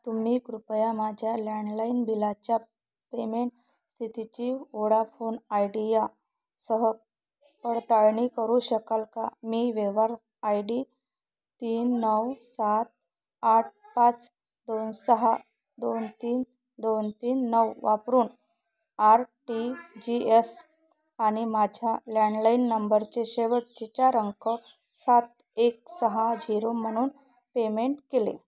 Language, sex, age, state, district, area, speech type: Marathi, female, 30-45, Maharashtra, Thane, urban, read